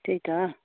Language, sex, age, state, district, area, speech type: Nepali, female, 45-60, West Bengal, Darjeeling, rural, conversation